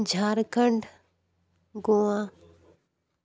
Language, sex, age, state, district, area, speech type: Hindi, female, 18-30, Uttar Pradesh, Sonbhadra, rural, spontaneous